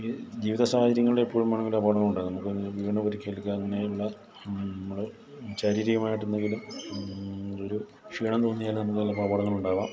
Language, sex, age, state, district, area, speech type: Malayalam, male, 45-60, Kerala, Idukki, rural, spontaneous